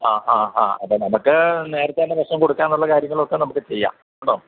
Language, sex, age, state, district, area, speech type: Malayalam, male, 60+, Kerala, Idukki, rural, conversation